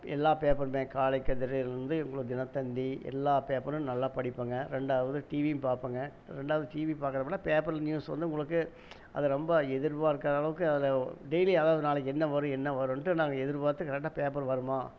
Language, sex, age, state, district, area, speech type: Tamil, male, 60+, Tamil Nadu, Erode, rural, spontaneous